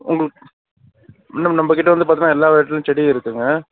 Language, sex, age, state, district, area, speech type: Tamil, male, 45-60, Tamil Nadu, Sivaganga, rural, conversation